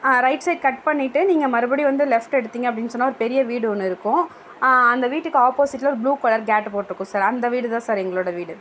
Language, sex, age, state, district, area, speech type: Tamil, female, 30-45, Tamil Nadu, Mayiladuthurai, rural, spontaneous